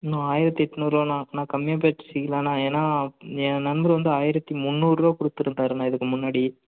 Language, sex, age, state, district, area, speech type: Tamil, male, 30-45, Tamil Nadu, Salem, rural, conversation